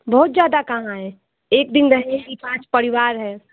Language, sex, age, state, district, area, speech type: Hindi, female, 30-45, Uttar Pradesh, Ghazipur, rural, conversation